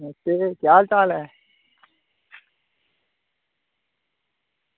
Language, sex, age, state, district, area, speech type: Dogri, male, 18-30, Jammu and Kashmir, Udhampur, rural, conversation